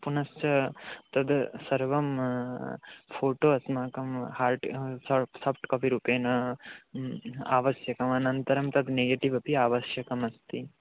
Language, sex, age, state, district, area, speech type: Sanskrit, male, 18-30, West Bengal, Purba Medinipur, rural, conversation